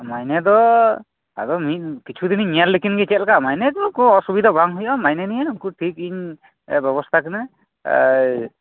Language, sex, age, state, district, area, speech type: Santali, male, 30-45, West Bengal, Birbhum, rural, conversation